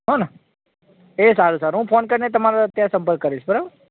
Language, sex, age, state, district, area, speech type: Gujarati, male, 30-45, Gujarat, Ahmedabad, urban, conversation